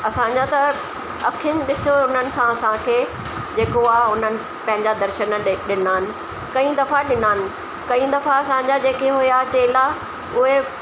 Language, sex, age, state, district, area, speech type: Sindhi, female, 45-60, Delhi, South Delhi, urban, spontaneous